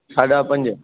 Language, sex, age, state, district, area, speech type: Sindhi, male, 30-45, Delhi, South Delhi, urban, conversation